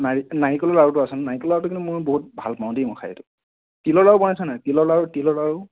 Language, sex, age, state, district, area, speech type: Assamese, male, 18-30, Assam, Nagaon, rural, conversation